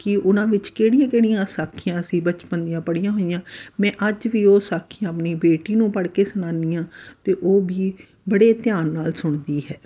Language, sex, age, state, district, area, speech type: Punjabi, female, 45-60, Punjab, Fatehgarh Sahib, rural, spontaneous